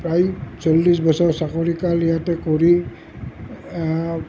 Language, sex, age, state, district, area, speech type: Assamese, male, 60+, Assam, Nalbari, rural, spontaneous